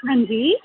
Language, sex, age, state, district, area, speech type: Dogri, female, 30-45, Jammu and Kashmir, Jammu, urban, conversation